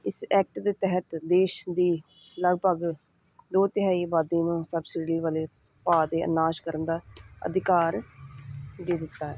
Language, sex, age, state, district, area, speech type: Punjabi, female, 30-45, Punjab, Hoshiarpur, urban, spontaneous